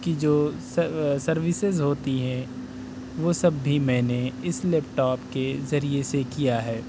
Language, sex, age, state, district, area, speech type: Urdu, male, 18-30, Delhi, South Delhi, urban, spontaneous